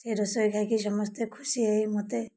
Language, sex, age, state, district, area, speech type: Odia, female, 30-45, Odisha, Malkangiri, urban, spontaneous